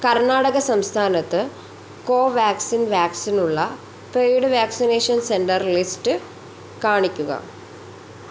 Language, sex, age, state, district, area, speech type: Malayalam, female, 18-30, Kerala, Thiruvananthapuram, rural, read